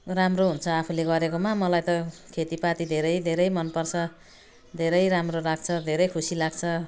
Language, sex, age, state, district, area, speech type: Nepali, female, 60+, West Bengal, Jalpaiguri, urban, spontaneous